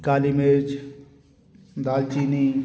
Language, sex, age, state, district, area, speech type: Hindi, male, 45-60, Madhya Pradesh, Gwalior, rural, spontaneous